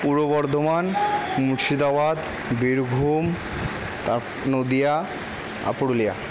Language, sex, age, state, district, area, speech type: Bengali, male, 18-30, West Bengal, Purba Bardhaman, urban, spontaneous